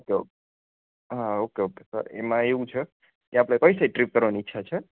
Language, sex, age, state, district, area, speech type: Gujarati, male, 18-30, Gujarat, Junagadh, urban, conversation